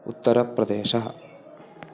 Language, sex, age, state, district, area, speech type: Sanskrit, male, 30-45, Karnataka, Uttara Kannada, rural, spontaneous